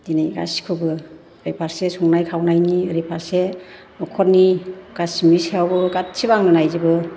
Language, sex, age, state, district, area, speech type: Bodo, female, 30-45, Assam, Chirang, urban, spontaneous